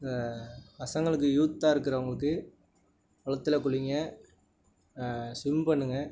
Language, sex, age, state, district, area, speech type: Tamil, male, 18-30, Tamil Nadu, Nagapattinam, rural, spontaneous